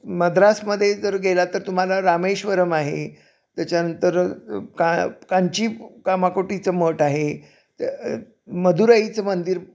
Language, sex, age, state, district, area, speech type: Marathi, male, 60+, Maharashtra, Sangli, urban, spontaneous